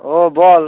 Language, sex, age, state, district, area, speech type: Bengali, male, 18-30, West Bengal, Hooghly, urban, conversation